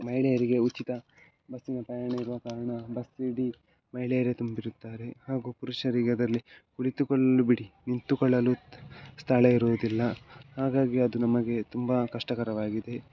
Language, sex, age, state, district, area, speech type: Kannada, male, 18-30, Karnataka, Dakshina Kannada, urban, spontaneous